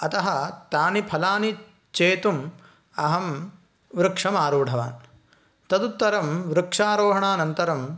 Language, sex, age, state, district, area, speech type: Sanskrit, male, 18-30, Karnataka, Uttara Kannada, rural, spontaneous